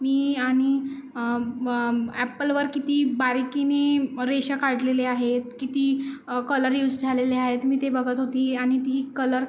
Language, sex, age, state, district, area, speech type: Marathi, female, 18-30, Maharashtra, Nagpur, urban, spontaneous